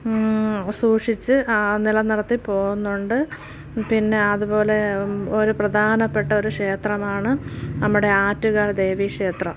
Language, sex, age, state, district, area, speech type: Malayalam, female, 30-45, Kerala, Thiruvananthapuram, rural, spontaneous